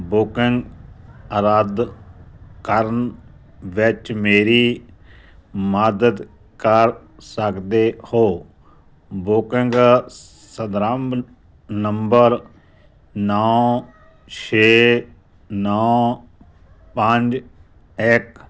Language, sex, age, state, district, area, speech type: Punjabi, male, 45-60, Punjab, Moga, rural, read